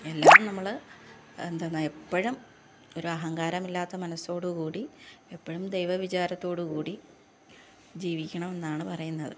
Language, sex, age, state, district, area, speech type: Malayalam, female, 30-45, Kerala, Thiruvananthapuram, rural, spontaneous